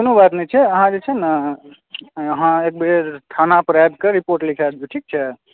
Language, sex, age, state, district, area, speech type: Maithili, male, 18-30, Bihar, Supaul, urban, conversation